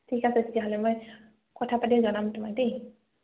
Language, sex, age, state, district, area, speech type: Assamese, female, 45-60, Assam, Biswanath, rural, conversation